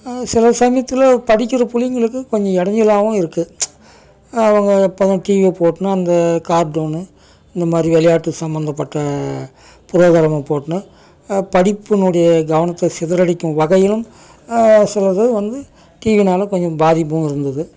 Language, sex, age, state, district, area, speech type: Tamil, male, 60+, Tamil Nadu, Dharmapuri, urban, spontaneous